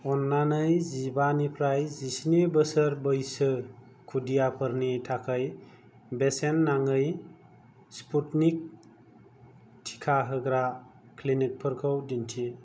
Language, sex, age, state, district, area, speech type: Bodo, male, 45-60, Assam, Kokrajhar, rural, read